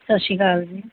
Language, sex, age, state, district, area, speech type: Punjabi, female, 45-60, Punjab, Mohali, urban, conversation